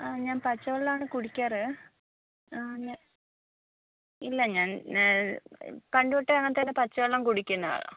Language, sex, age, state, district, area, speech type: Malayalam, female, 45-60, Kerala, Kozhikode, urban, conversation